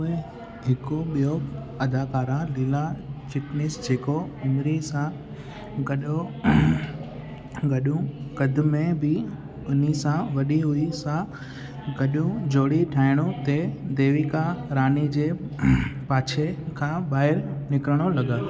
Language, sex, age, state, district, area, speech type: Sindhi, male, 18-30, Gujarat, Kutch, urban, read